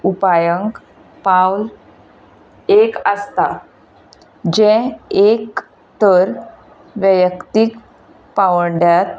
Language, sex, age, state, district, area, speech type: Goan Konkani, female, 18-30, Goa, Ponda, rural, spontaneous